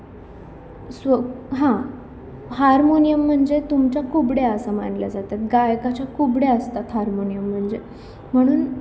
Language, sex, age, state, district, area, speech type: Marathi, female, 18-30, Maharashtra, Nanded, rural, spontaneous